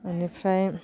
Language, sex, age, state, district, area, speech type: Bodo, female, 30-45, Assam, Baksa, rural, spontaneous